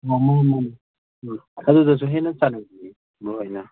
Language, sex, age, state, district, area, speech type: Manipuri, male, 18-30, Manipur, Kakching, rural, conversation